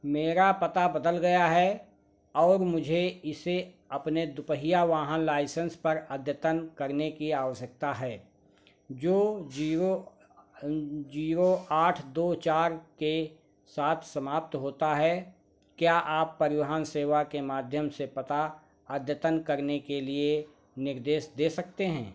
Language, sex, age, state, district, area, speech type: Hindi, male, 60+, Uttar Pradesh, Sitapur, rural, read